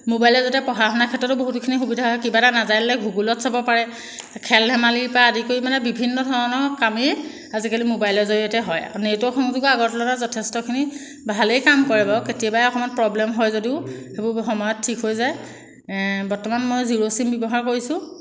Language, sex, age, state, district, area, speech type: Assamese, female, 30-45, Assam, Jorhat, urban, spontaneous